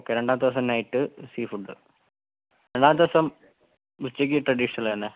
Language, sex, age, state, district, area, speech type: Malayalam, male, 18-30, Kerala, Kozhikode, urban, conversation